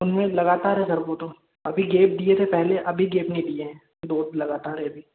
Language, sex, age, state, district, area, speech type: Hindi, male, 18-30, Madhya Pradesh, Bhopal, rural, conversation